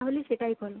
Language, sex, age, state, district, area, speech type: Bengali, female, 18-30, West Bengal, Purulia, urban, conversation